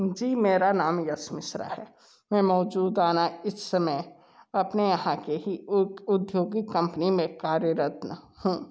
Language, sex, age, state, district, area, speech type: Hindi, male, 18-30, Uttar Pradesh, Sonbhadra, rural, spontaneous